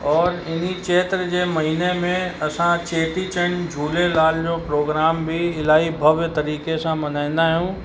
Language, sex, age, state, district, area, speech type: Sindhi, male, 45-60, Uttar Pradesh, Lucknow, rural, spontaneous